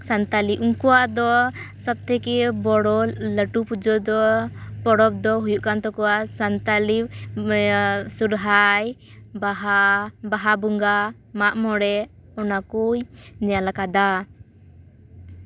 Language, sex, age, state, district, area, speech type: Santali, female, 18-30, West Bengal, Purba Bardhaman, rural, spontaneous